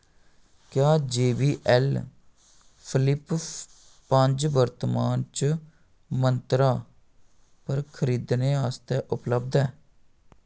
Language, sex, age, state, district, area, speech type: Dogri, male, 18-30, Jammu and Kashmir, Samba, rural, read